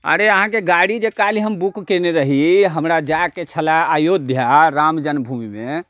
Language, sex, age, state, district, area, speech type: Maithili, male, 30-45, Bihar, Muzaffarpur, rural, spontaneous